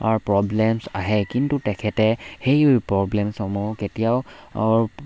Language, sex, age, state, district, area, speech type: Assamese, male, 18-30, Assam, Charaideo, rural, spontaneous